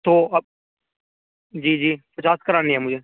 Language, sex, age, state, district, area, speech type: Urdu, male, 18-30, Uttar Pradesh, Muzaffarnagar, urban, conversation